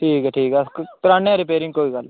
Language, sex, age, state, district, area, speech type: Dogri, male, 18-30, Jammu and Kashmir, Udhampur, rural, conversation